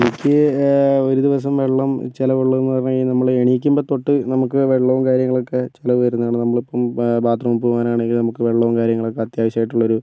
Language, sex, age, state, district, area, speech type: Malayalam, male, 45-60, Kerala, Kozhikode, urban, spontaneous